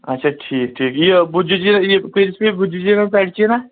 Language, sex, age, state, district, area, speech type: Kashmiri, male, 45-60, Jammu and Kashmir, Kulgam, rural, conversation